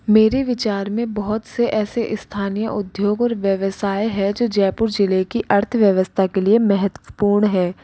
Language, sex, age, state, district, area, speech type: Hindi, female, 18-30, Rajasthan, Jaipur, urban, spontaneous